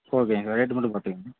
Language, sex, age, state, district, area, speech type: Tamil, male, 18-30, Tamil Nadu, Thanjavur, rural, conversation